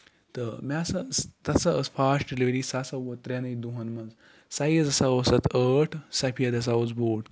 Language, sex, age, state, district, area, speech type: Kashmiri, male, 30-45, Jammu and Kashmir, Ganderbal, rural, spontaneous